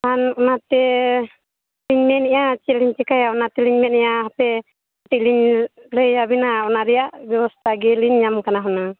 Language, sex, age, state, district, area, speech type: Santali, female, 18-30, Jharkhand, Seraikela Kharsawan, rural, conversation